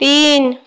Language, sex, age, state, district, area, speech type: Bengali, female, 18-30, West Bengal, Purba Medinipur, rural, read